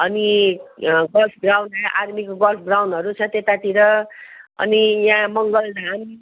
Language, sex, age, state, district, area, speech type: Nepali, female, 60+, West Bengal, Kalimpong, rural, conversation